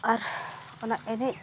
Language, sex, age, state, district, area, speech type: Santali, female, 30-45, Jharkhand, East Singhbhum, rural, spontaneous